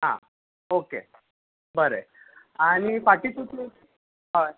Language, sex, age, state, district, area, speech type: Goan Konkani, male, 18-30, Goa, Bardez, urban, conversation